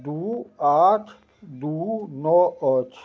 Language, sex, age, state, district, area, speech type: Maithili, male, 60+, Bihar, Madhubani, rural, read